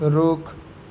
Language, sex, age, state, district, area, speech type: Nepali, male, 30-45, West Bengal, Darjeeling, rural, read